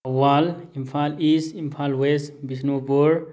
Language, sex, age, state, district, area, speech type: Manipuri, male, 30-45, Manipur, Thoubal, urban, spontaneous